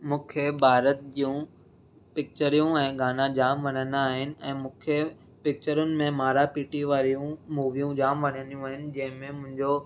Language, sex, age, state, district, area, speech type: Sindhi, male, 18-30, Maharashtra, Mumbai City, urban, spontaneous